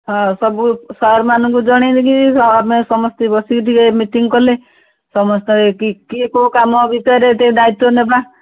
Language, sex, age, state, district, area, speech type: Odia, female, 60+, Odisha, Gajapati, rural, conversation